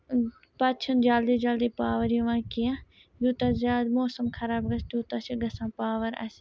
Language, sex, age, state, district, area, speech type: Kashmiri, female, 30-45, Jammu and Kashmir, Srinagar, urban, spontaneous